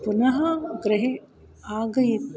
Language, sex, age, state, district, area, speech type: Sanskrit, female, 45-60, Karnataka, Shimoga, rural, spontaneous